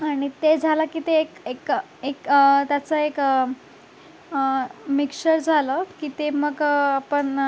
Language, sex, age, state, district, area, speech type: Marathi, female, 18-30, Maharashtra, Sindhudurg, rural, spontaneous